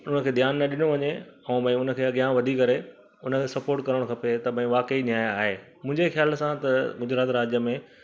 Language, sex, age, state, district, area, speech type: Sindhi, male, 45-60, Gujarat, Surat, urban, spontaneous